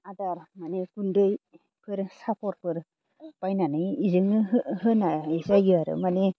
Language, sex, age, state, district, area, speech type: Bodo, female, 30-45, Assam, Baksa, rural, spontaneous